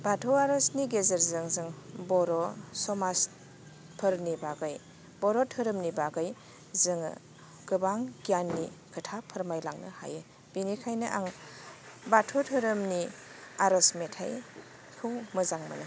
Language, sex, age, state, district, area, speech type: Bodo, female, 30-45, Assam, Baksa, rural, spontaneous